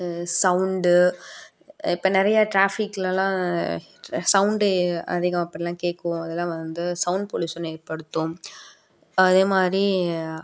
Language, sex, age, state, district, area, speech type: Tamil, female, 18-30, Tamil Nadu, Perambalur, urban, spontaneous